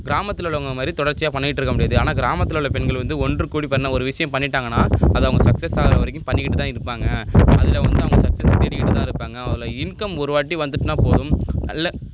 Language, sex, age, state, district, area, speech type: Tamil, male, 18-30, Tamil Nadu, Nagapattinam, rural, spontaneous